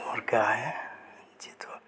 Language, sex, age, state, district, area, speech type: Hindi, male, 60+, Madhya Pradesh, Gwalior, rural, spontaneous